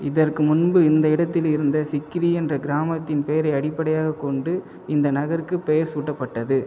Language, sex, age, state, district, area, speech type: Tamil, male, 18-30, Tamil Nadu, Viluppuram, urban, read